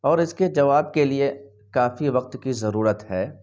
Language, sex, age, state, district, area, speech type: Urdu, male, 18-30, Bihar, Purnia, rural, spontaneous